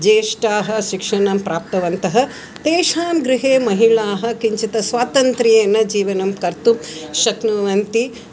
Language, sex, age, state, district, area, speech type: Sanskrit, female, 60+, Tamil Nadu, Chennai, urban, spontaneous